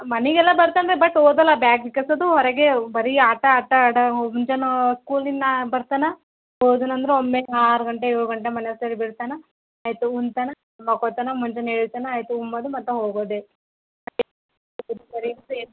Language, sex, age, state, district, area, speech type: Kannada, female, 18-30, Karnataka, Gulbarga, rural, conversation